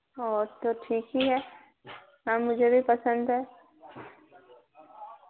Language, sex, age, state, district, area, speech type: Hindi, female, 18-30, Bihar, Vaishali, rural, conversation